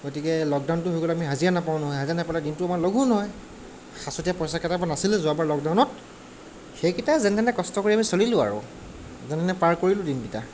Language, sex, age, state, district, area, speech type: Assamese, male, 45-60, Assam, Morigaon, rural, spontaneous